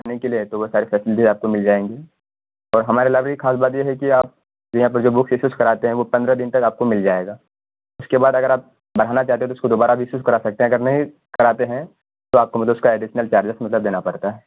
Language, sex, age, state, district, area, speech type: Urdu, male, 18-30, Bihar, Purnia, rural, conversation